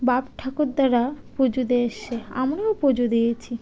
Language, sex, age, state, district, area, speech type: Bengali, female, 18-30, West Bengal, Birbhum, urban, spontaneous